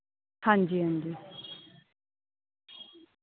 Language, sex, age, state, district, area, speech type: Dogri, female, 18-30, Jammu and Kashmir, Samba, urban, conversation